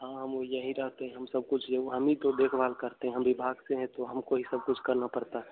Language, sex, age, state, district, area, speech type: Hindi, male, 18-30, Bihar, Begusarai, urban, conversation